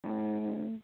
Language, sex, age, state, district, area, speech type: Assamese, female, 18-30, Assam, Charaideo, rural, conversation